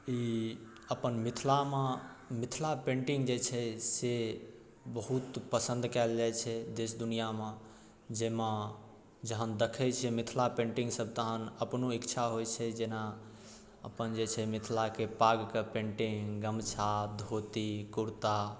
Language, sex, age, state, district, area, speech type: Maithili, male, 18-30, Bihar, Darbhanga, rural, spontaneous